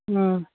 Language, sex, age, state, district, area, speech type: Manipuri, female, 45-60, Manipur, Imphal East, rural, conversation